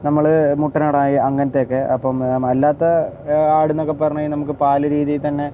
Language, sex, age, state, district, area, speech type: Malayalam, male, 45-60, Kerala, Wayanad, rural, spontaneous